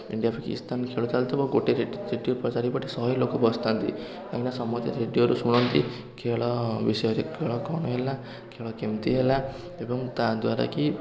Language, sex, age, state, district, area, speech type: Odia, male, 18-30, Odisha, Puri, urban, spontaneous